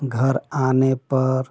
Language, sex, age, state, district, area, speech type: Hindi, male, 45-60, Uttar Pradesh, Prayagraj, urban, spontaneous